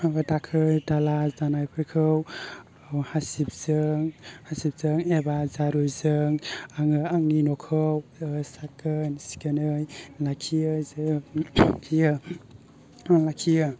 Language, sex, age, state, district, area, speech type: Bodo, male, 18-30, Assam, Baksa, rural, spontaneous